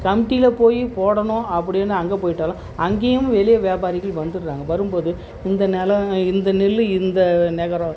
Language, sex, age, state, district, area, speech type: Tamil, male, 60+, Tamil Nadu, Tiruvarur, rural, spontaneous